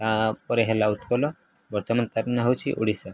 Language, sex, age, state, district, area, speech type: Odia, male, 18-30, Odisha, Nuapada, urban, spontaneous